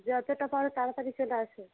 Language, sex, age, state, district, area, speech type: Bengali, female, 45-60, West Bengal, Hooghly, rural, conversation